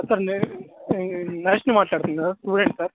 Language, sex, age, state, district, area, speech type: Telugu, male, 18-30, Telangana, Khammam, urban, conversation